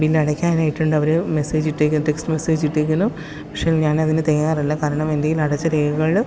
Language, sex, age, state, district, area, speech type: Malayalam, female, 30-45, Kerala, Pathanamthitta, rural, spontaneous